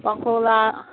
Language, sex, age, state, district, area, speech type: Manipuri, female, 60+, Manipur, Kangpokpi, urban, conversation